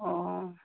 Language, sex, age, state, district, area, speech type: Assamese, female, 60+, Assam, Tinsukia, rural, conversation